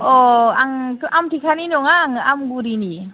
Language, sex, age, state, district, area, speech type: Bodo, female, 18-30, Assam, Chirang, urban, conversation